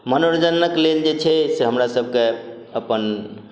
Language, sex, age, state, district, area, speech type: Maithili, male, 60+, Bihar, Madhubani, rural, spontaneous